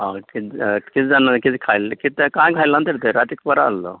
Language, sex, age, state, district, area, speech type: Goan Konkani, male, 60+, Goa, Canacona, rural, conversation